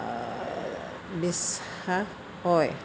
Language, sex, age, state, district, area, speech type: Assamese, female, 60+, Assam, Golaghat, urban, spontaneous